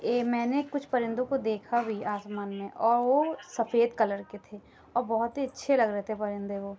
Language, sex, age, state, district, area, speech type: Urdu, female, 18-30, Uttar Pradesh, Lucknow, rural, spontaneous